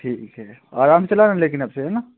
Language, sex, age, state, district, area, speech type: Hindi, male, 18-30, Madhya Pradesh, Seoni, urban, conversation